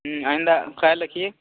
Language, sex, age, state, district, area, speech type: Urdu, male, 30-45, Uttar Pradesh, Muzaffarnagar, urban, conversation